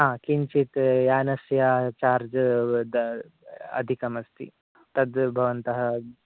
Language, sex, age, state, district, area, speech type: Sanskrit, male, 30-45, Kerala, Kasaragod, rural, conversation